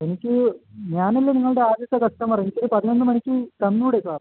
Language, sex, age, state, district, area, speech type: Malayalam, male, 18-30, Kerala, Thiruvananthapuram, rural, conversation